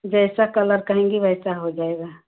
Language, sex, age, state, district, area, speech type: Hindi, female, 45-60, Uttar Pradesh, Ghazipur, rural, conversation